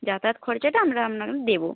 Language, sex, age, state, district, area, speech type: Bengali, female, 18-30, West Bengal, Nadia, rural, conversation